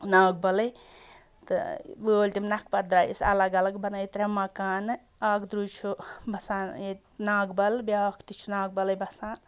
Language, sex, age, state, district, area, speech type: Kashmiri, female, 45-60, Jammu and Kashmir, Ganderbal, rural, spontaneous